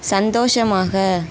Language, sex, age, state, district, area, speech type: Tamil, female, 18-30, Tamil Nadu, Tirunelveli, rural, read